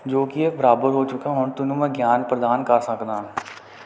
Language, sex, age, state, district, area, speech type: Punjabi, male, 18-30, Punjab, Kapurthala, rural, spontaneous